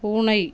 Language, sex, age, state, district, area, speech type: Tamil, female, 30-45, Tamil Nadu, Thoothukudi, urban, read